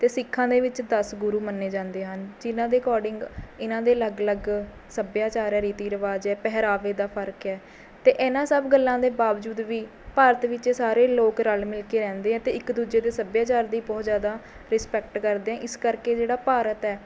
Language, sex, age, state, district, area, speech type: Punjabi, female, 18-30, Punjab, Mohali, rural, spontaneous